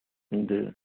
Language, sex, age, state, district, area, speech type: Urdu, male, 18-30, Telangana, Hyderabad, urban, conversation